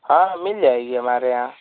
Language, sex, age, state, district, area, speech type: Hindi, male, 18-30, Uttar Pradesh, Ghazipur, urban, conversation